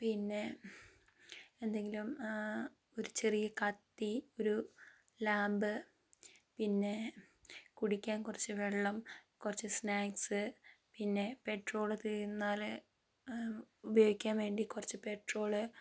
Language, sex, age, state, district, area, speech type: Malayalam, male, 45-60, Kerala, Kozhikode, urban, spontaneous